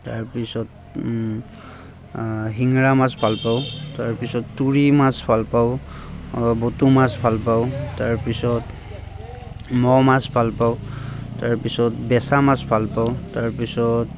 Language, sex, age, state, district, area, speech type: Assamese, male, 30-45, Assam, Barpeta, rural, spontaneous